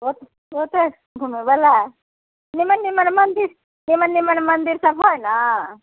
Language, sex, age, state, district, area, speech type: Maithili, female, 45-60, Bihar, Muzaffarpur, rural, conversation